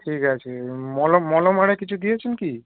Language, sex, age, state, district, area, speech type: Bengali, male, 18-30, West Bengal, North 24 Parganas, urban, conversation